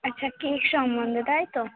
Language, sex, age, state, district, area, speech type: Bengali, female, 18-30, West Bengal, North 24 Parganas, urban, conversation